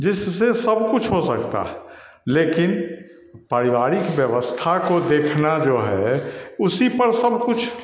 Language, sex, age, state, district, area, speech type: Hindi, male, 60+, Bihar, Samastipur, rural, spontaneous